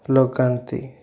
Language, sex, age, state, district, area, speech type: Odia, male, 30-45, Odisha, Ganjam, urban, spontaneous